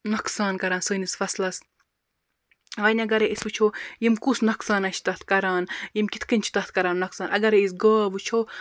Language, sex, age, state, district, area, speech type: Kashmiri, female, 45-60, Jammu and Kashmir, Baramulla, rural, spontaneous